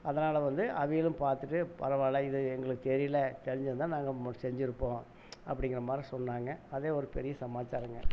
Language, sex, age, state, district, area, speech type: Tamil, male, 60+, Tamil Nadu, Erode, rural, spontaneous